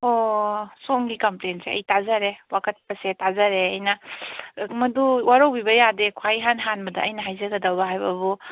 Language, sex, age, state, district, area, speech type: Manipuri, female, 30-45, Manipur, Kangpokpi, urban, conversation